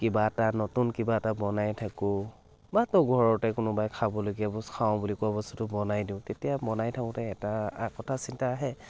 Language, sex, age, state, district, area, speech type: Assamese, male, 45-60, Assam, Dhemaji, rural, spontaneous